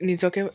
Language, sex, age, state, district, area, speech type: Assamese, male, 18-30, Assam, Jorhat, urban, spontaneous